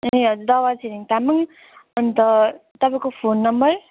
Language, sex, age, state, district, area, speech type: Nepali, female, 18-30, West Bengal, Kalimpong, rural, conversation